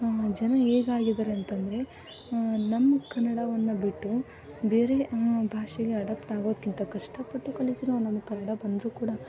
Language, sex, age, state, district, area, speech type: Kannada, female, 18-30, Karnataka, Koppal, rural, spontaneous